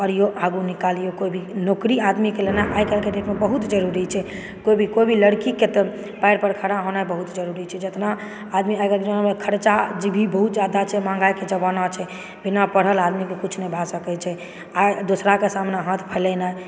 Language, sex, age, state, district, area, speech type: Maithili, female, 30-45, Bihar, Supaul, urban, spontaneous